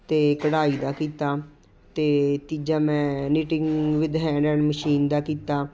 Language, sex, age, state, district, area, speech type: Punjabi, female, 45-60, Punjab, Muktsar, urban, spontaneous